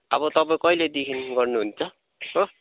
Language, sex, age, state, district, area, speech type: Nepali, male, 18-30, West Bengal, Kalimpong, rural, conversation